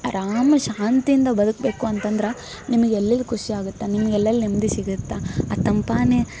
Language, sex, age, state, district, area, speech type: Kannada, female, 18-30, Karnataka, Koppal, urban, spontaneous